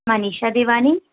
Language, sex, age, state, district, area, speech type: Sindhi, female, 30-45, Madhya Pradesh, Katni, urban, conversation